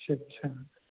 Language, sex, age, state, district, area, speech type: Urdu, male, 18-30, Delhi, Central Delhi, urban, conversation